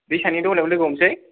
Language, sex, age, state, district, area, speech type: Bodo, male, 18-30, Assam, Kokrajhar, rural, conversation